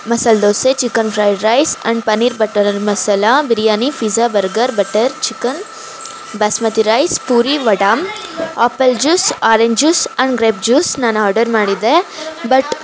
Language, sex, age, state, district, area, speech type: Kannada, female, 18-30, Karnataka, Kolar, rural, spontaneous